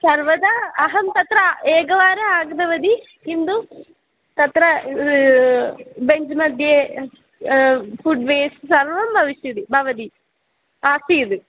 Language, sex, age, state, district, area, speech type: Sanskrit, female, 18-30, Kerala, Kannur, urban, conversation